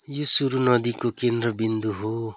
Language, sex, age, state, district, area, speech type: Nepali, male, 45-60, West Bengal, Darjeeling, rural, read